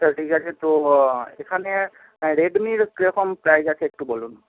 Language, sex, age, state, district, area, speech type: Bengali, male, 18-30, West Bengal, Paschim Medinipur, rural, conversation